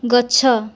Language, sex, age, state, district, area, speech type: Odia, female, 18-30, Odisha, Jajpur, rural, read